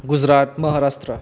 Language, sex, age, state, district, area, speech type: Bodo, male, 18-30, Assam, Kokrajhar, urban, spontaneous